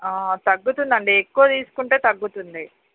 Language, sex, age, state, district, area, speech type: Telugu, female, 45-60, Andhra Pradesh, Srikakulam, urban, conversation